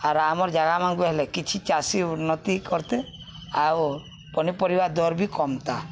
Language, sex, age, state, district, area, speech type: Odia, male, 45-60, Odisha, Balangir, urban, spontaneous